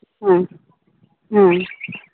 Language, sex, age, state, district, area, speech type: Santali, female, 30-45, West Bengal, Birbhum, rural, conversation